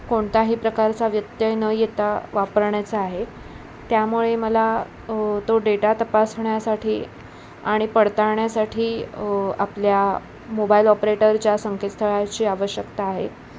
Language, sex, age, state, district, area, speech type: Marathi, female, 18-30, Maharashtra, Ratnagiri, urban, spontaneous